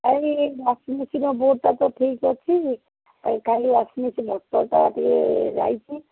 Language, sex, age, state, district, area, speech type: Odia, female, 60+, Odisha, Gajapati, rural, conversation